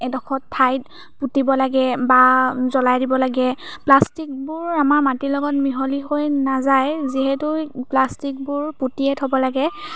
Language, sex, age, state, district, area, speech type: Assamese, female, 30-45, Assam, Charaideo, urban, spontaneous